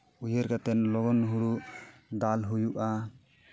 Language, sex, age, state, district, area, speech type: Santali, male, 18-30, Jharkhand, East Singhbhum, rural, spontaneous